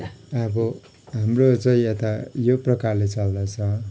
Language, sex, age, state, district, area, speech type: Nepali, male, 45-60, West Bengal, Kalimpong, rural, spontaneous